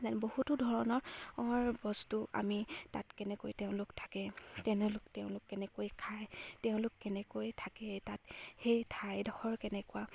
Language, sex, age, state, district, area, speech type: Assamese, female, 18-30, Assam, Charaideo, rural, spontaneous